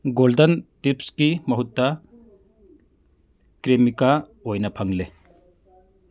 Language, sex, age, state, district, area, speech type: Manipuri, male, 45-60, Manipur, Churachandpur, urban, read